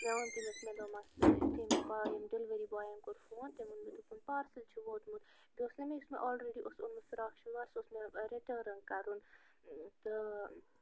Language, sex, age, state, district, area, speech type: Kashmiri, female, 30-45, Jammu and Kashmir, Bandipora, rural, spontaneous